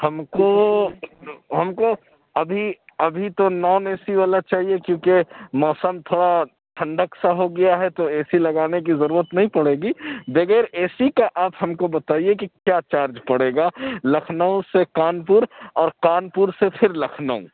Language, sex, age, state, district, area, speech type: Urdu, male, 60+, Uttar Pradesh, Lucknow, urban, conversation